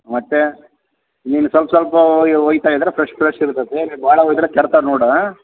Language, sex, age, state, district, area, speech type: Kannada, male, 30-45, Karnataka, Bellary, rural, conversation